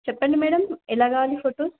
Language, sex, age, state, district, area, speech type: Telugu, female, 18-30, Telangana, Siddipet, urban, conversation